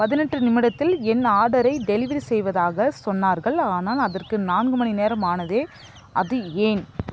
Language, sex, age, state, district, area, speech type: Tamil, female, 30-45, Tamil Nadu, Kallakurichi, urban, read